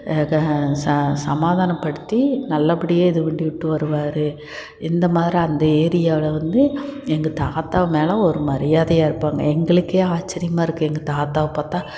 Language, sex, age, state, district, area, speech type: Tamil, female, 45-60, Tamil Nadu, Tiruppur, rural, spontaneous